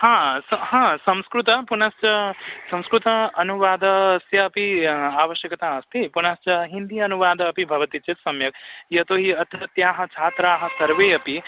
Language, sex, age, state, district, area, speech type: Sanskrit, male, 18-30, Odisha, Bargarh, rural, conversation